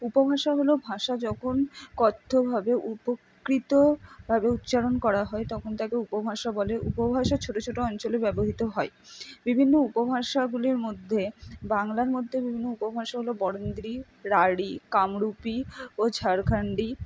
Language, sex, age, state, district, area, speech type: Bengali, female, 60+, West Bengal, Purba Bardhaman, rural, spontaneous